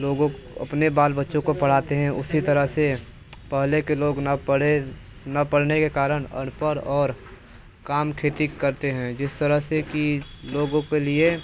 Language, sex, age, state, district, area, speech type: Hindi, male, 18-30, Uttar Pradesh, Mirzapur, rural, spontaneous